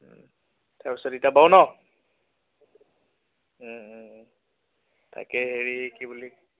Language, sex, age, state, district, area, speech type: Assamese, male, 18-30, Assam, Tinsukia, urban, conversation